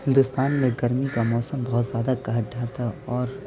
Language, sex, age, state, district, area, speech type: Urdu, male, 18-30, Bihar, Saharsa, rural, spontaneous